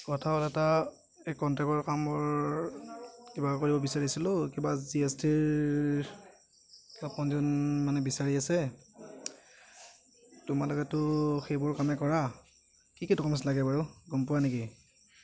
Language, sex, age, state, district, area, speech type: Assamese, male, 30-45, Assam, Goalpara, urban, spontaneous